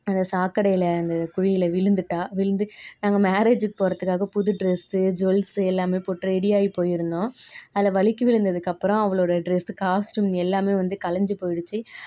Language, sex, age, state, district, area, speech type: Tamil, female, 45-60, Tamil Nadu, Tiruvarur, rural, spontaneous